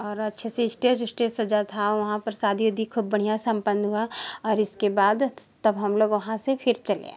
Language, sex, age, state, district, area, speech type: Hindi, female, 45-60, Uttar Pradesh, Jaunpur, rural, spontaneous